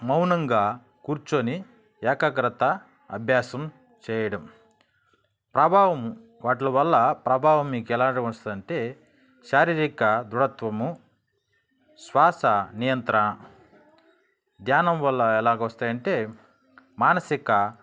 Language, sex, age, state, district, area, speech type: Telugu, male, 30-45, Andhra Pradesh, Sri Balaji, rural, spontaneous